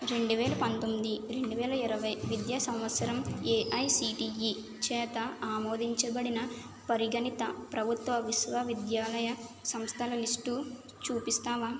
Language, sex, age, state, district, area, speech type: Telugu, female, 30-45, Andhra Pradesh, Konaseema, urban, read